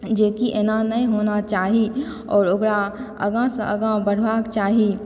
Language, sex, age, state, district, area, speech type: Maithili, female, 18-30, Bihar, Supaul, urban, spontaneous